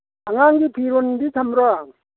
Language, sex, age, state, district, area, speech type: Manipuri, male, 60+, Manipur, Kakching, rural, conversation